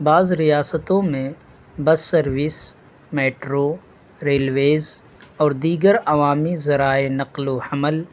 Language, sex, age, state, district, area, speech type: Urdu, male, 18-30, Delhi, North East Delhi, rural, spontaneous